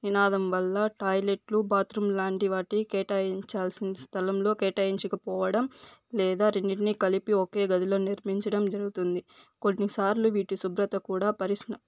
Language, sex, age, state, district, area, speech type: Telugu, female, 18-30, Andhra Pradesh, Sri Balaji, rural, spontaneous